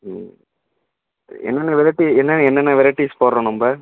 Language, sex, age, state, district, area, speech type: Tamil, male, 18-30, Tamil Nadu, Namakkal, rural, conversation